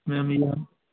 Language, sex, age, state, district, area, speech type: Hindi, male, 30-45, Madhya Pradesh, Gwalior, rural, conversation